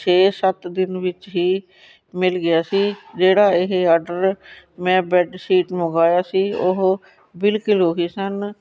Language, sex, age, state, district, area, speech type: Punjabi, female, 45-60, Punjab, Shaheed Bhagat Singh Nagar, urban, spontaneous